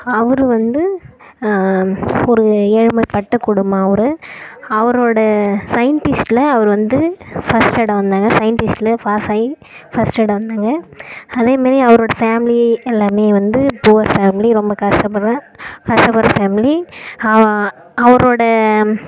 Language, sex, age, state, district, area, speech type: Tamil, female, 18-30, Tamil Nadu, Kallakurichi, rural, spontaneous